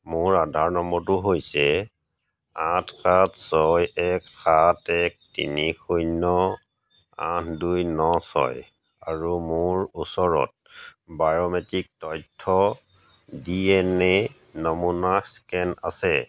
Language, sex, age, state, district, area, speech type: Assamese, male, 45-60, Assam, Golaghat, rural, read